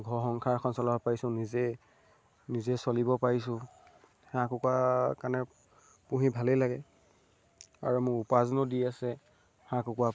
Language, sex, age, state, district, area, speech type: Assamese, male, 18-30, Assam, Sivasagar, rural, spontaneous